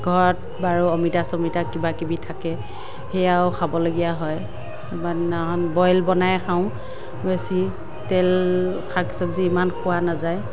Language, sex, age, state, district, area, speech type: Assamese, female, 45-60, Assam, Morigaon, rural, spontaneous